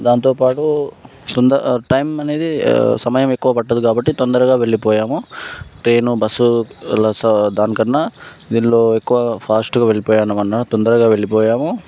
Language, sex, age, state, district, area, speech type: Telugu, male, 18-30, Telangana, Sangareddy, urban, spontaneous